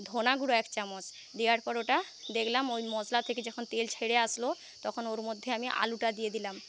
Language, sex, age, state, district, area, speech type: Bengali, female, 30-45, West Bengal, Paschim Medinipur, rural, spontaneous